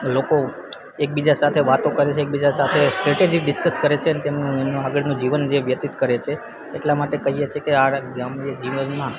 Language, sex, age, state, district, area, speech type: Gujarati, male, 18-30, Gujarat, Junagadh, rural, spontaneous